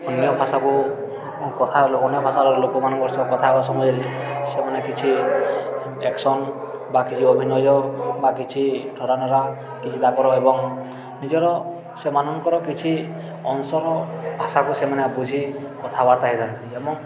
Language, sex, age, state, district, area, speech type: Odia, male, 18-30, Odisha, Balangir, urban, spontaneous